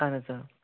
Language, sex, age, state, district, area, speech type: Kashmiri, male, 18-30, Jammu and Kashmir, Bandipora, rural, conversation